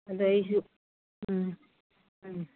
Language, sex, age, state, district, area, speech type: Manipuri, female, 45-60, Manipur, Churachandpur, rural, conversation